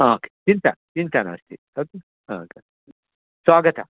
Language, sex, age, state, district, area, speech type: Sanskrit, male, 60+, Karnataka, Bangalore Urban, urban, conversation